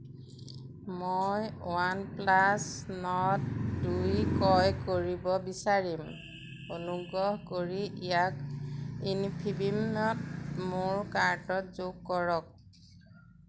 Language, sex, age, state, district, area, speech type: Assamese, female, 45-60, Assam, Majuli, rural, read